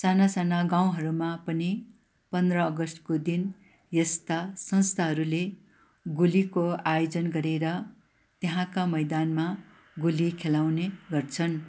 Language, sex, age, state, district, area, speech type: Nepali, female, 60+, West Bengal, Darjeeling, rural, spontaneous